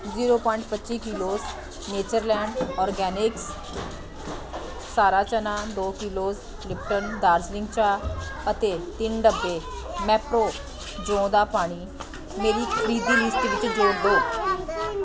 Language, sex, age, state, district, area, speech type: Punjabi, female, 30-45, Punjab, Pathankot, rural, read